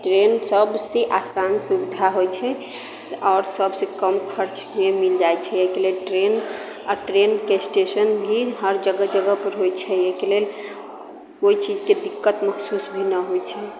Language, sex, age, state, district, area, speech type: Maithili, female, 45-60, Bihar, Sitamarhi, rural, spontaneous